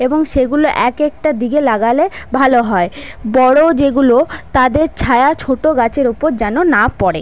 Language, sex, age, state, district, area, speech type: Bengali, female, 30-45, West Bengal, Paschim Bardhaman, urban, spontaneous